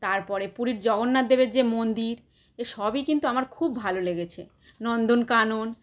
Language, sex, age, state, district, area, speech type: Bengali, female, 30-45, West Bengal, Howrah, urban, spontaneous